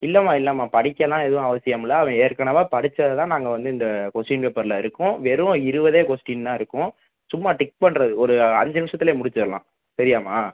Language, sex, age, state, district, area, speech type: Tamil, male, 18-30, Tamil Nadu, Pudukkottai, rural, conversation